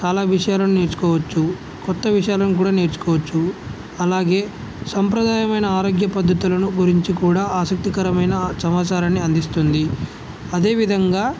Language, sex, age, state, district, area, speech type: Telugu, male, 18-30, Telangana, Jangaon, rural, spontaneous